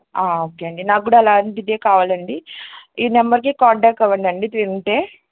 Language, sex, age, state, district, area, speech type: Telugu, female, 18-30, Andhra Pradesh, Krishna, urban, conversation